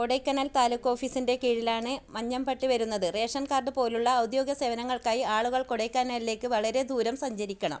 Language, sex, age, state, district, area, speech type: Malayalam, female, 45-60, Kerala, Kasaragod, rural, read